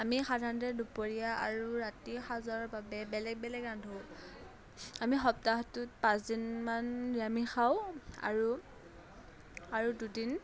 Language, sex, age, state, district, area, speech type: Assamese, female, 18-30, Assam, Morigaon, rural, spontaneous